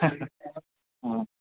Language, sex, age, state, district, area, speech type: Assamese, male, 18-30, Assam, Goalpara, urban, conversation